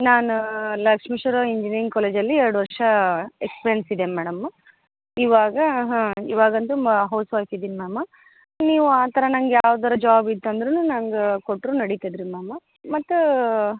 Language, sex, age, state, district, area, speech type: Kannada, female, 30-45, Karnataka, Gadag, rural, conversation